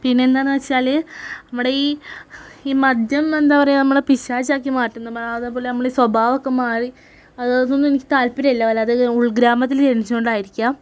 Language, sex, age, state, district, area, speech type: Malayalam, female, 18-30, Kerala, Malappuram, rural, spontaneous